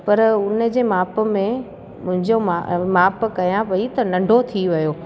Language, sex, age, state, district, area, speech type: Sindhi, female, 18-30, Gujarat, Junagadh, urban, spontaneous